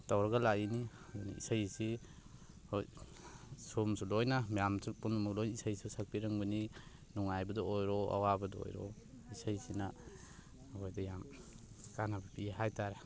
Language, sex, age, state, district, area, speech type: Manipuri, male, 30-45, Manipur, Thoubal, rural, spontaneous